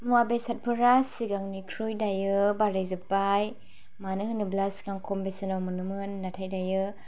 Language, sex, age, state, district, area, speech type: Bodo, female, 18-30, Assam, Chirang, rural, spontaneous